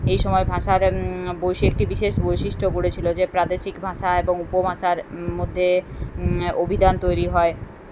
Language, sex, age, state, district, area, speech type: Bengali, female, 30-45, West Bengal, Kolkata, urban, spontaneous